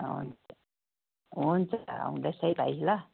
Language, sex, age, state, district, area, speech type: Nepali, female, 60+, West Bengal, Kalimpong, rural, conversation